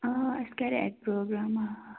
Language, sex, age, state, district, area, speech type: Kashmiri, female, 18-30, Jammu and Kashmir, Bandipora, rural, conversation